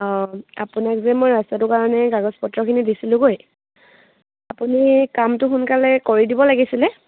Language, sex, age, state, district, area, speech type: Assamese, female, 18-30, Assam, Dibrugarh, urban, conversation